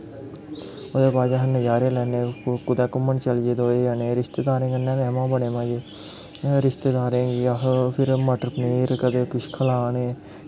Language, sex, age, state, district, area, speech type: Dogri, male, 18-30, Jammu and Kashmir, Kathua, rural, spontaneous